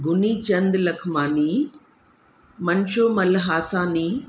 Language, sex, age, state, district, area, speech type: Sindhi, female, 45-60, Uttar Pradesh, Lucknow, urban, spontaneous